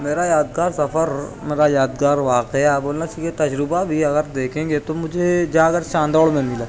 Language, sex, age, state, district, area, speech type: Urdu, male, 18-30, Maharashtra, Nashik, urban, spontaneous